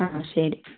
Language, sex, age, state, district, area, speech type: Malayalam, female, 30-45, Kerala, Kannur, urban, conversation